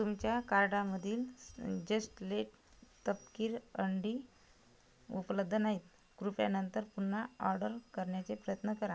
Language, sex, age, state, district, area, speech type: Marathi, other, 30-45, Maharashtra, Washim, rural, read